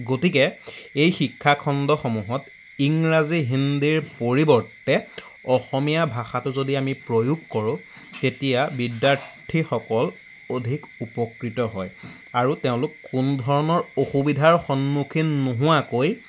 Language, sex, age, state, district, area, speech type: Assamese, male, 18-30, Assam, Jorhat, urban, spontaneous